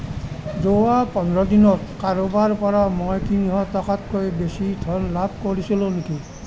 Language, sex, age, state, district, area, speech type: Assamese, male, 60+, Assam, Nalbari, rural, read